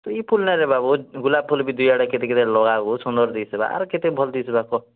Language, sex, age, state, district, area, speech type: Odia, male, 18-30, Odisha, Kalahandi, rural, conversation